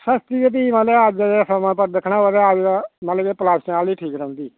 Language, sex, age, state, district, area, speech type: Dogri, male, 60+, Jammu and Kashmir, Reasi, rural, conversation